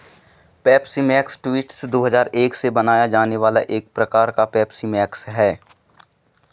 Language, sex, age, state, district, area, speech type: Hindi, male, 18-30, Madhya Pradesh, Seoni, urban, read